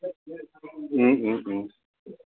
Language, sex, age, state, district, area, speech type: Assamese, male, 60+, Assam, Goalpara, urban, conversation